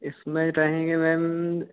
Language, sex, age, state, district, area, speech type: Hindi, male, 18-30, Madhya Pradesh, Hoshangabad, urban, conversation